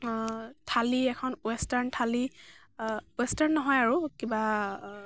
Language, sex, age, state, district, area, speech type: Assamese, female, 18-30, Assam, Dibrugarh, rural, spontaneous